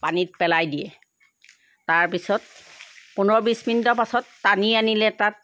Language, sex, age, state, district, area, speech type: Assamese, female, 60+, Assam, Sivasagar, urban, spontaneous